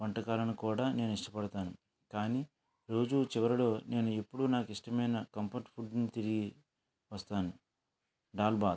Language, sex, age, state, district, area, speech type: Telugu, male, 45-60, Andhra Pradesh, West Godavari, urban, spontaneous